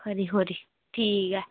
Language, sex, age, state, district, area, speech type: Dogri, female, 18-30, Jammu and Kashmir, Udhampur, rural, conversation